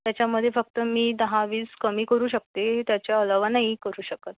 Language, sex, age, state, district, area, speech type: Marathi, female, 18-30, Maharashtra, Thane, rural, conversation